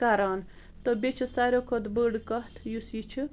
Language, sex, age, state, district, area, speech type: Kashmiri, female, 30-45, Jammu and Kashmir, Bandipora, rural, spontaneous